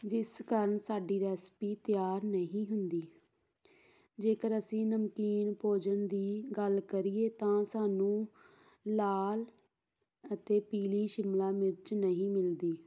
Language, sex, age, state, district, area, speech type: Punjabi, female, 18-30, Punjab, Tarn Taran, rural, spontaneous